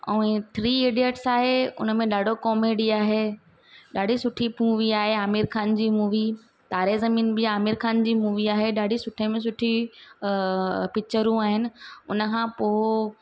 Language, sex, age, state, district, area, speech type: Sindhi, female, 30-45, Gujarat, Surat, urban, spontaneous